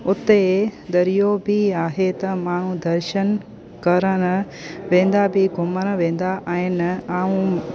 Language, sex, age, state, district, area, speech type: Sindhi, female, 30-45, Gujarat, Junagadh, rural, spontaneous